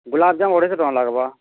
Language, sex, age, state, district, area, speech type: Odia, male, 45-60, Odisha, Bargarh, urban, conversation